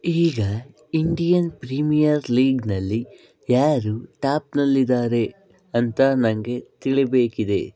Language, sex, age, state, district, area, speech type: Kannada, male, 60+, Karnataka, Bangalore Rural, urban, read